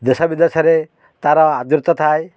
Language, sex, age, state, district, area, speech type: Odia, male, 45-60, Odisha, Kendrapara, urban, spontaneous